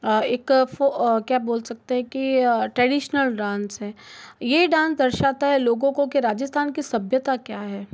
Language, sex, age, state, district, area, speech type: Hindi, female, 18-30, Rajasthan, Jodhpur, urban, spontaneous